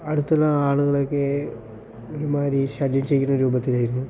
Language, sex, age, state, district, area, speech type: Malayalam, male, 30-45, Kerala, Palakkad, rural, spontaneous